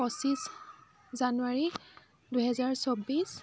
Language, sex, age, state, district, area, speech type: Assamese, female, 30-45, Assam, Dibrugarh, rural, spontaneous